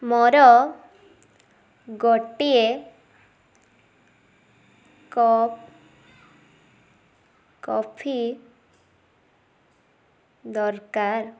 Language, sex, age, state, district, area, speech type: Odia, female, 18-30, Odisha, Balasore, rural, read